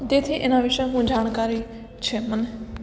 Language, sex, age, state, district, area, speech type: Gujarati, female, 18-30, Gujarat, Surat, urban, spontaneous